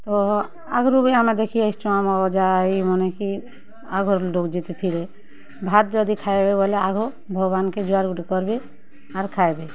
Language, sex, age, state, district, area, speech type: Odia, female, 30-45, Odisha, Kalahandi, rural, spontaneous